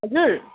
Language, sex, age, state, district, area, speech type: Nepali, female, 30-45, West Bengal, Darjeeling, rural, conversation